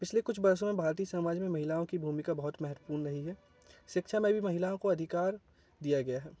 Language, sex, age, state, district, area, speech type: Hindi, male, 18-30, Madhya Pradesh, Jabalpur, urban, spontaneous